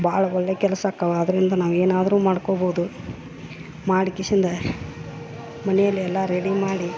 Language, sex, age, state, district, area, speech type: Kannada, female, 45-60, Karnataka, Dharwad, rural, spontaneous